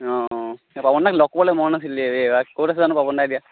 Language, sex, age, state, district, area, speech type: Assamese, male, 18-30, Assam, Sivasagar, rural, conversation